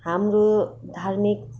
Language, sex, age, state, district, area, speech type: Nepali, female, 30-45, West Bengal, Darjeeling, rural, spontaneous